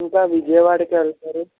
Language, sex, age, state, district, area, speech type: Telugu, male, 60+, Andhra Pradesh, N T Rama Rao, urban, conversation